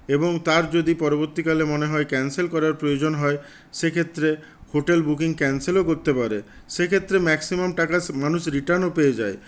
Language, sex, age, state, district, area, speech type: Bengali, male, 60+, West Bengal, Purulia, rural, spontaneous